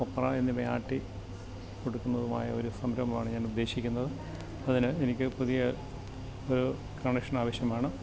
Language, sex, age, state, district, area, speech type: Malayalam, male, 60+, Kerala, Alappuzha, rural, spontaneous